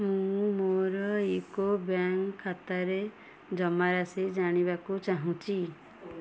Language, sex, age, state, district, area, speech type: Odia, female, 30-45, Odisha, Kendujhar, urban, read